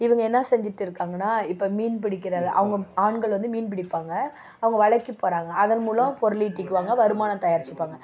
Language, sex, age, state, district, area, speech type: Tamil, female, 45-60, Tamil Nadu, Nagapattinam, urban, spontaneous